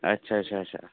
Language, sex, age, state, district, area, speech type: Dogri, male, 18-30, Jammu and Kashmir, Reasi, rural, conversation